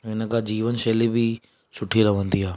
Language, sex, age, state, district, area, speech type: Sindhi, male, 30-45, Gujarat, Surat, urban, spontaneous